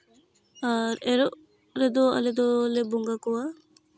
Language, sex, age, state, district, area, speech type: Santali, female, 18-30, West Bengal, Malda, rural, spontaneous